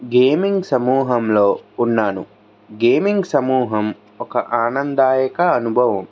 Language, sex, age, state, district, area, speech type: Telugu, male, 18-30, Andhra Pradesh, N T Rama Rao, urban, spontaneous